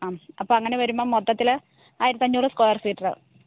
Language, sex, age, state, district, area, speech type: Malayalam, female, 45-60, Kerala, Idukki, rural, conversation